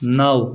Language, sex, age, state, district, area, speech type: Kashmiri, male, 18-30, Jammu and Kashmir, Budgam, rural, read